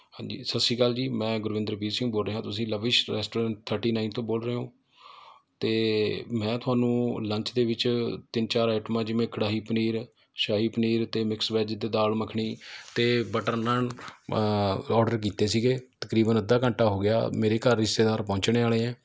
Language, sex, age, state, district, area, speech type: Punjabi, male, 30-45, Punjab, Mohali, urban, spontaneous